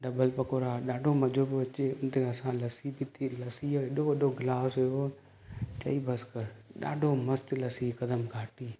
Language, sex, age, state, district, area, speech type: Sindhi, male, 30-45, Maharashtra, Thane, urban, spontaneous